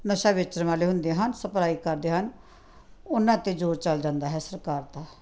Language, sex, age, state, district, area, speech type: Punjabi, female, 60+, Punjab, Tarn Taran, urban, spontaneous